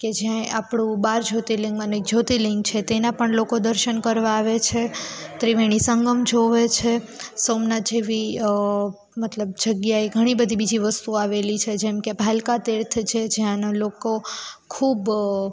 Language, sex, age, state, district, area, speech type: Gujarati, female, 18-30, Gujarat, Rajkot, rural, spontaneous